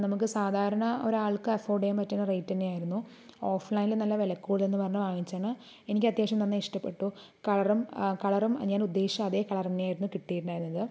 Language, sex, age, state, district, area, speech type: Malayalam, female, 30-45, Kerala, Palakkad, rural, spontaneous